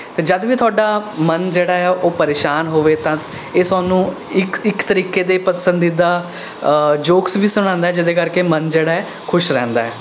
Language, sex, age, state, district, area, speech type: Punjabi, male, 18-30, Punjab, Rupnagar, urban, spontaneous